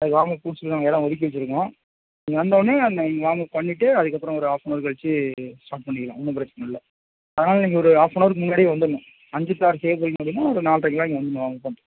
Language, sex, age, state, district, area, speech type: Tamil, male, 18-30, Tamil Nadu, Tiruchirappalli, rural, conversation